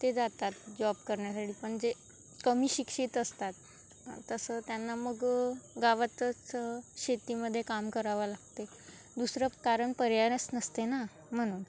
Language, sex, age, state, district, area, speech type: Marathi, female, 18-30, Maharashtra, Wardha, rural, spontaneous